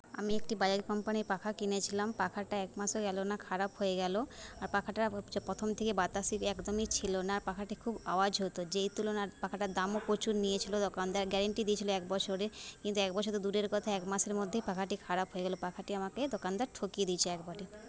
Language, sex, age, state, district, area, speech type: Bengali, female, 30-45, West Bengal, Jhargram, rural, spontaneous